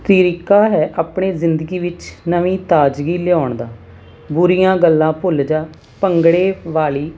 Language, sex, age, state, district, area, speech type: Punjabi, female, 45-60, Punjab, Hoshiarpur, urban, spontaneous